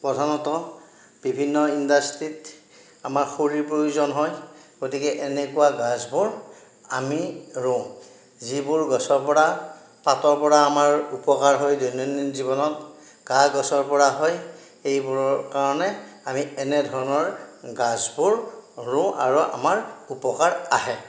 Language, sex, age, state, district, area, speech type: Assamese, male, 60+, Assam, Darrang, rural, spontaneous